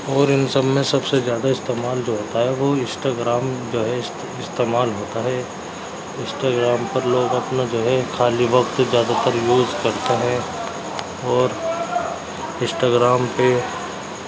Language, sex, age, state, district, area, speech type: Urdu, male, 45-60, Uttar Pradesh, Muzaffarnagar, urban, spontaneous